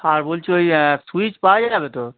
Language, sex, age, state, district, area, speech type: Bengali, male, 30-45, West Bengal, Howrah, urban, conversation